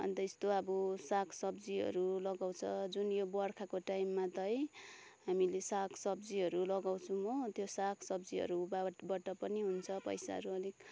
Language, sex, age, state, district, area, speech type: Nepali, female, 30-45, West Bengal, Kalimpong, rural, spontaneous